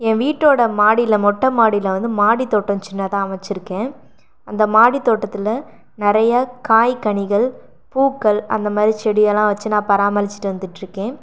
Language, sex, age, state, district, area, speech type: Tamil, female, 45-60, Tamil Nadu, Pudukkottai, rural, spontaneous